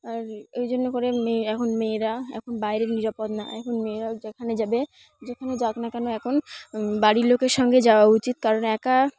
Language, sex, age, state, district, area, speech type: Bengali, female, 18-30, West Bengal, Dakshin Dinajpur, urban, spontaneous